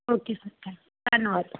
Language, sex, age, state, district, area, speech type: Punjabi, female, 18-30, Punjab, Tarn Taran, rural, conversation